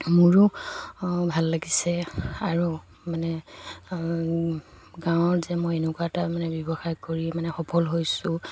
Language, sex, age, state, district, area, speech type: Assamese, female, 45-60, Assam, Dibrugarh, rural, spontaneous